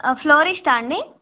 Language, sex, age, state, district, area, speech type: Telugu, female, 18-30, Telangana, Jagtial, urban, conversation